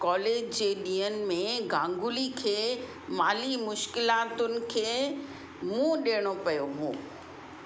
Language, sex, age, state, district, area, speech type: Sindhi, female, 60+, Maharashtra, Mumbai Suburban, urban, read